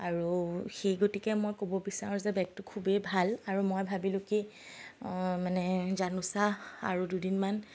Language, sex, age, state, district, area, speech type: Assamese, female, 30-45, Assam, Sonitpur, rural, spontaneous